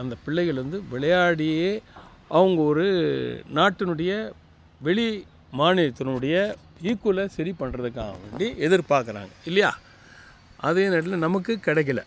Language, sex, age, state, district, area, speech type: Tamil, male, 60+, Tamil Nadu, Tiruvannamalai, rural, spontaneous